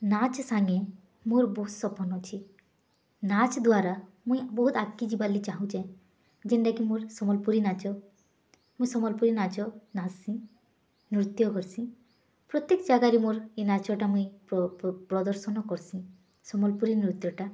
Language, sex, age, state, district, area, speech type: Odia, female, 18-30, Odisha, Bargarh, urban, spontaneous